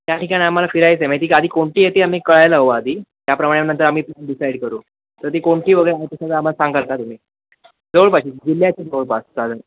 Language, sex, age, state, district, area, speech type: Marathi, male, 18-30, Maharashtra, Sindhudurg, rural, conversation